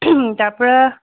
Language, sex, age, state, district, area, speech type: Assamese, female, 45-60, Assam, Charaideo, urban, conversation